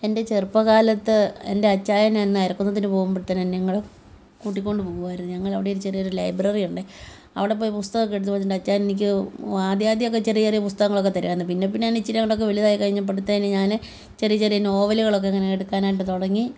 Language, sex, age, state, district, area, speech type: Malayalam, female, 45-60, Kerala, Kottayam, rural, spontaneous